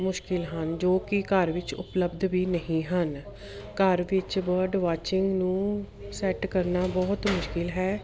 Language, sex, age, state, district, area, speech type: Punjabi, female, 30-45, Punjab, Jalandhar, urban, spontaneous